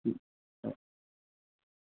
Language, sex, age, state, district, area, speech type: Dogri, male, 18-30, Jammu and Kashmir, Kathua, rural, conversation